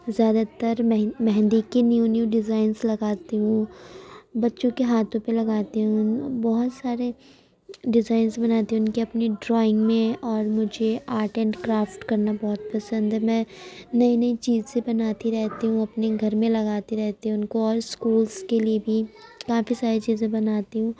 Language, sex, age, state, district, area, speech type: Urdu, female, 18-30, Uttar Pradesh, Gautam Buddha Nagar, urban, spontaneous